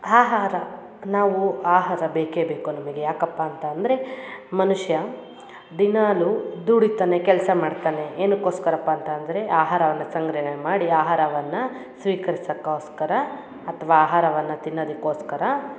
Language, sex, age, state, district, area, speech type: Kannada, female, 30-45, Karnataka, Hassan, rural, spontaneous